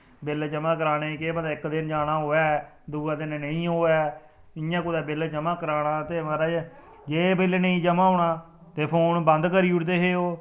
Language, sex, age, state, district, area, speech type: Dogri, male, 30-45, Jammu and Kashmir, Samba, rural, spontaneous